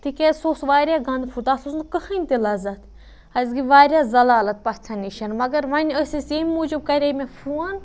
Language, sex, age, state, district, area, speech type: Kashmiri, other, 18-30, Jammu and Kashmir, Budgam, rural, spontaneous